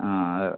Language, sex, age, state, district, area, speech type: Malayalam, male, 45-60, Kerala, Pathanamthitta, rural, conversation